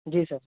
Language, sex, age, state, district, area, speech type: Urdu, male, 18-30, Uttar Pradesh, Saharanpur, urban, conversation